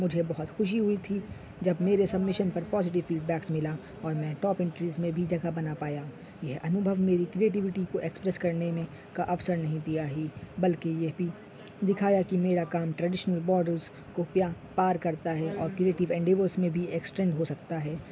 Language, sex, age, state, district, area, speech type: Urdu, male, 18-30, Uttar Pradesh, Shahjahanpur, urban, spontaneous